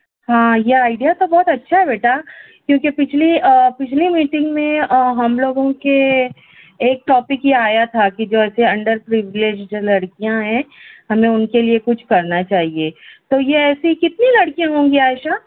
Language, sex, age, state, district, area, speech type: Urdu, female, 45-60, Maharashtra, Nashik, urban, conversation